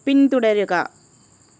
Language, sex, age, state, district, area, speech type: Malayalam, female, 45-60, Kerala, Ernakulam, rural, read